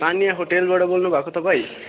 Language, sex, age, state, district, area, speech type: Nepali, male, 18-30, West Bengal, Darjeeling, rural, conversation